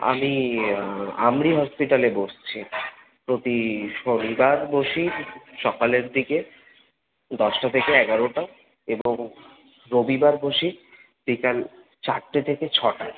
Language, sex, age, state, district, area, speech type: Bengali, male, 18-30, West Bengal, Kolkata, urban, conversation